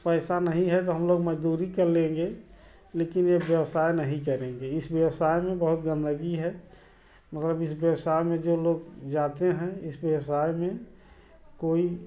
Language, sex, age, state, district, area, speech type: Hindi, male, 30-45, Uttar Pradesh, Prayagraj, rural, spontaneous